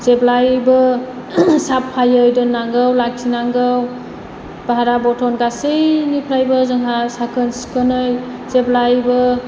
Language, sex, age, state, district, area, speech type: Bodo, female, 30-45, Assam, Chirang, rural, spontaneous